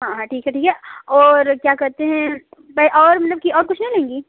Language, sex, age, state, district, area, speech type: Hindi, female, 18-30, Uttar Pradesh, Prayagraj, rural, conversation